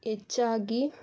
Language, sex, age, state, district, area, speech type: Kannada, female, 18-30, Karnataka, Chitradurga, rural, spontaneous